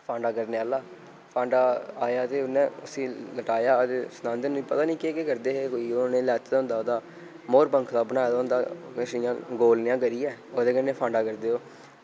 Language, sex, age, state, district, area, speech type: Dogri, male, 18-30, Jammu and Kashmir, Reasi, rural, spontaneous